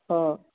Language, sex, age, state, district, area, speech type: Marathi, female, 60+, Maharashtra, Osmanabad, rural, conversation